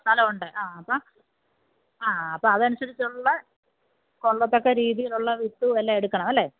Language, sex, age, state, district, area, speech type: Malayalam, female, 45-60, Kerala, Pathanamthitta, rural, conversation